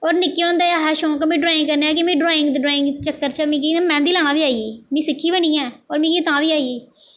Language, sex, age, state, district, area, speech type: Dogri, female, 18-30, Jammu and Kashmir, Jammu, rural, spontaneous